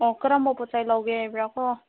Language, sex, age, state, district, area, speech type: Manipuri, female, 30-45, Manipur, Senapati, urban, conversation